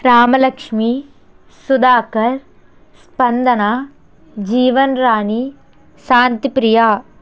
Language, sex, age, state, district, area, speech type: Telugu, female, 18-30, Andhra Pradesh, Konaseema, rural, spontaneous